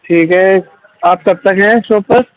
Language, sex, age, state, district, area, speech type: Urdu, male, 30-45, Uttar Pradesh, Muzaffarnagar, urban, conversation